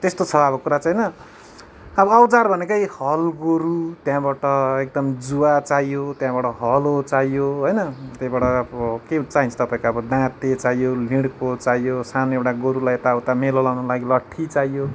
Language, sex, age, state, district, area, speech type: Nepali, male, 30-45, West Bengal, Kalimpong, rural, spontaneous